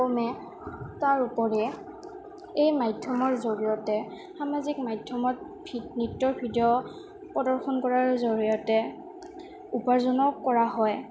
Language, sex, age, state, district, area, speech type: Assamese, female, 18-30, Assam, Goalpara, urban, spontaneous